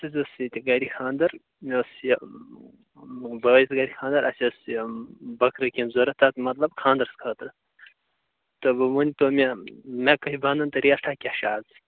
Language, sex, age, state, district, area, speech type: Kashmiri, male, 30-45, Jammu and Kashmir, Bandipora, rural, conversation